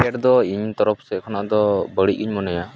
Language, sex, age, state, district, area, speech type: Santali, male, 30-45, West Bengal, Paschim Bardhaman, rural, spontaneous